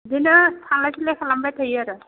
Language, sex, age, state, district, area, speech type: Bodo, female, 30-45, Assam, Chirang, rural, conversation